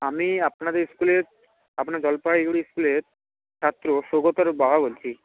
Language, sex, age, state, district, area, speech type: Bengali, male, 30-45, West Bengal, Jalpaiguri, rural, conversation